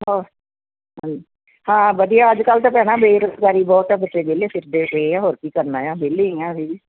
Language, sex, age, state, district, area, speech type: Punjabi, female, 60+, Punjab, Gurdaspur, urban, conversation